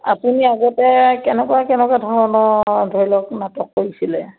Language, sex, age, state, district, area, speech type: Assamese, female, 60+, Assam, Dibrugarh, rural, conversation